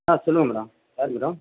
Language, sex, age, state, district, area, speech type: Tamil, male, 30-45, Tamil Nadu, Thanjavur, rural, conversation